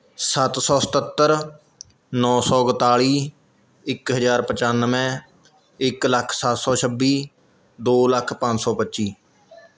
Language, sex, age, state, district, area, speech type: Punjabi, male, 18-30, Punjab, Mohali, rural, spontaneous